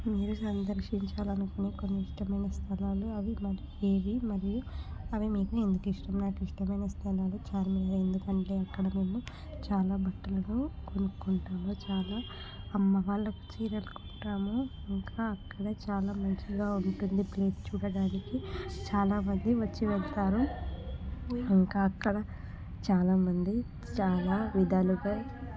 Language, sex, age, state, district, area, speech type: Telugu, female, 18-30, Telangana, Hyderabad, urban, spontaneous